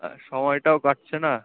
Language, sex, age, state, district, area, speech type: Bengali, male, 30-45, West Bengal, Kolkata, urban, conversation